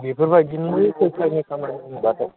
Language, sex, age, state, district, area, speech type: Bodo, male, 30-45, Assam, Baksa, urban, conversation